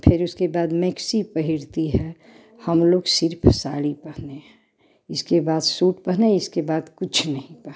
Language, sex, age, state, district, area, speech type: Hindi, female, 60+, Uttar Pradesh, Chandauli, urban, spontaneous